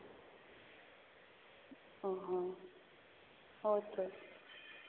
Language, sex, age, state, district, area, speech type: Santali, female, 18-30, Jharkhand, Seraikela Kharsawan, rural, conversation